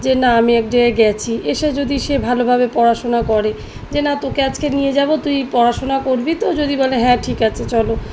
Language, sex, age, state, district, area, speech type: Bengali, female, 30-45, West Bengal, South 24 Parganas, urban, spontaneous